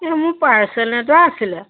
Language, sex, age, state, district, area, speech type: Assamese, female, 30-45, Assam, Majuli, urban, conversation